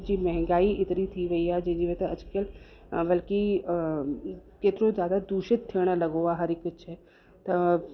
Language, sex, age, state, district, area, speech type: Sindhi, female, 30-45, Uttar Pradesh, Lucknow, urban, spontaneous